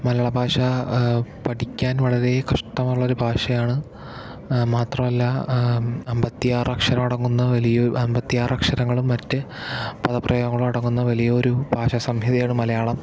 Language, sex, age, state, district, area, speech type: Malayalam, male, 18-30, Kerala, Palakkad, rural, spontaneous